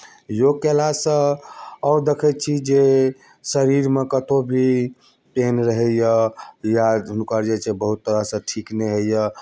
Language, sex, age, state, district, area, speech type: Maithili, male, 30-45, Bihar, Darbhanga, rural, spontaneous